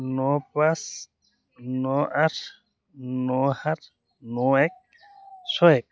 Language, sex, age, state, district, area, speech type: Assamese, male, 30-45, Assam, Dhemaji, rural, read